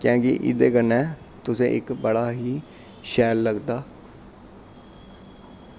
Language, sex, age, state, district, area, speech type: Dogri, male, 18-30, Jammu and Kashmir, Kathua, rural, spontaneous